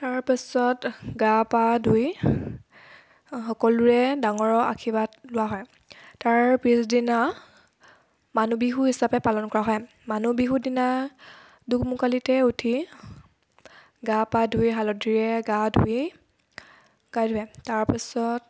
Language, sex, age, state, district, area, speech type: Assamese, female, 18-30, Assam, Tinsukia, urban, spontaneous